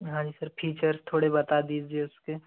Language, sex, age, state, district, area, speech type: Hindi, male, 45-60, Madhya Pradesh, Bhopal, rural, conversation